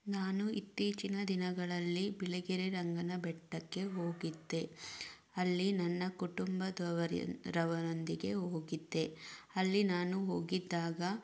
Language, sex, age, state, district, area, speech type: Kannada, female, 18-30, Karnataka, Chamarajanagar, rural, spontaneous